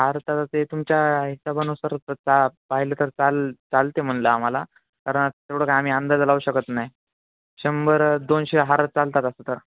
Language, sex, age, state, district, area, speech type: Marathi, male, 18-30, Maharashtra, Nanded, urban, conversation